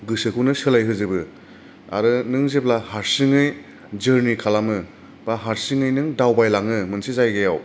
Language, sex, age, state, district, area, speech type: Bodo, male, 30-45, Assam, Kokrajhar, urban, spontaneous